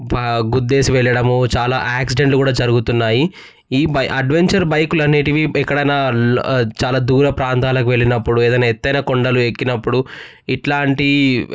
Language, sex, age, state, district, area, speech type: Telugu, male, 18-30, Telangana, Medchal, urban, spontaneous